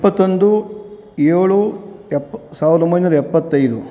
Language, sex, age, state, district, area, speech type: Kannada, male, 45-60, Karnataka, Kolar, rural, spontaneous